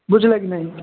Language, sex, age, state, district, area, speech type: Odia, male, 45-60, Odisha, Nabarangpur, rural, conversation